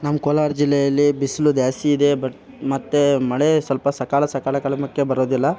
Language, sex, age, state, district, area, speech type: Kannada, male, 18-30, Karnataka, Kolar, rural, spontaneous